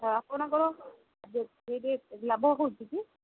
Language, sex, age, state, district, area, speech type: Odia, female, 45-60, Odisha, Sundergarh, rural, conversation